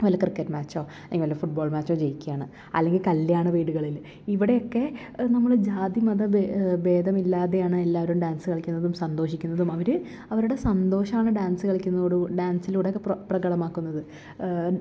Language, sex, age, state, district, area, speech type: Malayalam, female, 18-30, Kerala, Thrissur, urban, spontaneous